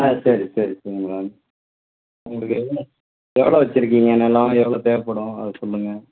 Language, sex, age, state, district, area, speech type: Tamil, male, 18-30, Tamil Nadu, Perambalur, rural, conversation